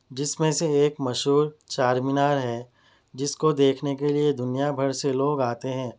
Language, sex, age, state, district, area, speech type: Urdu, male, 30-45, Telangana, Hyderabad, urban, spontaneous